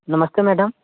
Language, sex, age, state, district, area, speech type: Hindi, male, 18-30, Bihar, Muzaffarpur, urban, conversation